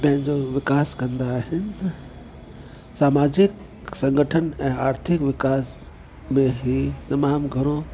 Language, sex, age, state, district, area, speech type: Sindhi, male, 60+, Delhi, South Delhi, urban, spontaneous